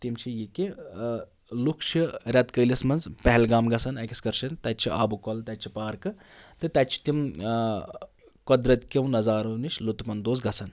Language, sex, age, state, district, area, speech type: Kashmiri, male, 30-45, Jammu and Kashmir, Anantnag, rural, spontaneous